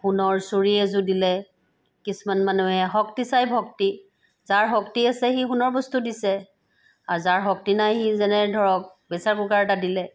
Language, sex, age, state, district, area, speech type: Assamese, female, 45-60, Assam, Sivasagar, rural, spontaneous